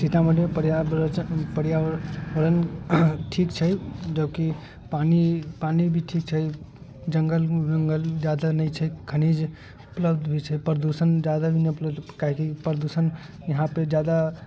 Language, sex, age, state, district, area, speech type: Maithili, male, 18-30, Bihar, Sitamarhi, rural, spontaneous